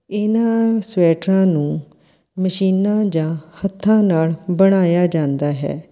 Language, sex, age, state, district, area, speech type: Punjabi, female, 60+, Punjab, Mohali, urban, spontaneous